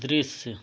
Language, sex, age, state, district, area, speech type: Hindi, male, 30-45, Uttar Pradesh, Prayagraj, rural, read